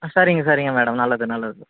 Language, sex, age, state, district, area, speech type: Tamil, male, 45-60, Tamil Nadu, Viluppuram, rural, conversation